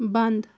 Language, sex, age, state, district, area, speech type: Kashmiri, female, 45-60, Jammu and Kashmir, Srinagar, urban, read